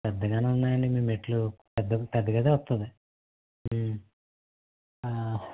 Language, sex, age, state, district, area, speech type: Telugu, male, 18-30, Andhra Pradesh, Eluru, rural, conversation